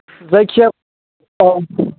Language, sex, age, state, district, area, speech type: Bodo, male, 30-45, Assam, Baksa, urban, conversation